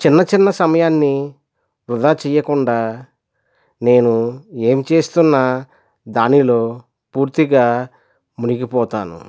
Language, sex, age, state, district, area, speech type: Telugu, male, 45-60, Andhra Pradesh, East Godavari, rural, spontaneous